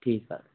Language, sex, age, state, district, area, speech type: Sindhi, male, 60+, Madhya Pradesh, Katni, urban, conversation